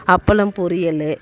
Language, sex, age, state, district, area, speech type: Tamil, female, 30-45, Tamil Nadu, Tiruvannamalai, urban, spontaneous